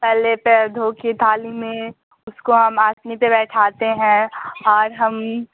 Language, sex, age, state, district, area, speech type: Hindi, female, 18-30, Bihar, Samastipur, rural, conversation